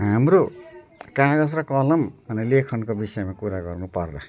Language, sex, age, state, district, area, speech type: Nepali, male, 60+, West Bengal, Darjeeling, rural, spontaneous